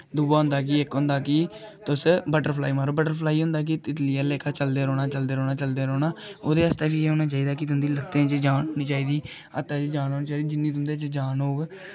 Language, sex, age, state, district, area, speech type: Dogri, male, 18-30, Jammu and Kashmir, Kathua, rural, spontaneous